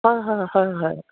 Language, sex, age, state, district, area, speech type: Assamese, female, 45-60, Assam, Dibrugarh, rural, conversation